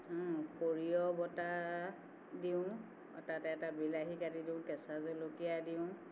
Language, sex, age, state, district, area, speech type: Assamese, female, 45-60, Assam, Tinsukia, urban, spontaneous